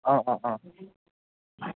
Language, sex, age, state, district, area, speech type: Assamese, male, 18-30, Assam, Tinsukia, urban, conversation